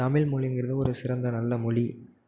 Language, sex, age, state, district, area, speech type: Tamil, male, 18-30, Tamil Nadu, Nagapattinam, rural, spontaneous